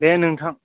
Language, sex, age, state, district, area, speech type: Bodo, male, 18-30, Assam, Chirang, rural, conversation